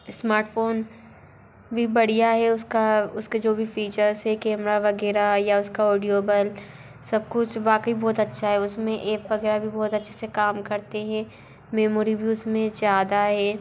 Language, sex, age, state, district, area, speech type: Hindi, female, 30-45, Madhya Pradesh, Bhopal, urban, spontaneous